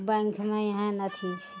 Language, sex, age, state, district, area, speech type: Maithili, female, 45-60, Bihar, Araria, urban, spontaneous